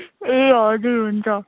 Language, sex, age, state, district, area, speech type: Nepali, female, 18-30, West Bengal, Kalimpong, rural, conversation